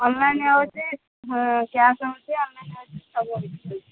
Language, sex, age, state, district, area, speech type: Odia, female, 30-45, Odisha, Jagatsinghpur, rural, conversation